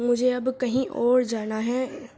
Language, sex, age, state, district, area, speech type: Urdu, female, 18-30, Uttar Pradesh, Gautam Buddha Nagar, rural, spontaneous